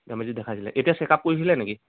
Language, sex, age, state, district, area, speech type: Assamese, male, 45-60, Assam, Dhemaji, rural, conversation